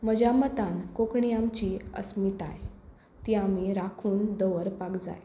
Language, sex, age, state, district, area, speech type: Goan Konkani, female, 18-30, Goa, Tiswadi, rural, spontaneous